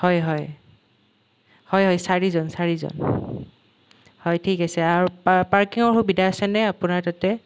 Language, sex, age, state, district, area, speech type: Assamese, male, 18-30, Assam, Nalbari, rural, spontaneous